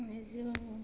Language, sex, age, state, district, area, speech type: Bodo, female, 45-60, Assam, Kokrajhar, rural, spontaneous